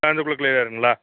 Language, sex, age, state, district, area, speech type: Tamil, male, 45-60, Tamil Nadu, Madurai, rural, conversation